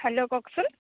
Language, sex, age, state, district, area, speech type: Assamese, female, 18-30, Assam, Kamrup Metropolitan, rural, conversation